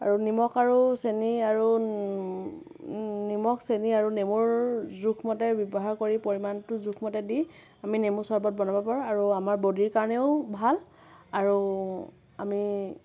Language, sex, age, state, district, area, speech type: Assamese, female, 30-45, Assam, Lakhimpur, rural, spontaneous